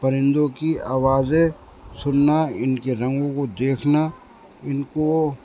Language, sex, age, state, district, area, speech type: Urdu, male, 60+, Uttar Pradesh, Rampur, urban, spontaneous